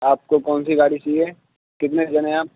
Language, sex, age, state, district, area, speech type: Urdu, male, 60+, Delhi, Central Delhi, rural, conversation